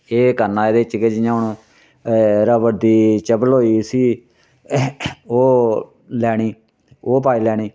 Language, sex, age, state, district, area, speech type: Dogri, male, 60+, Jammu and Kashmir, Reasi, rural, spontaneous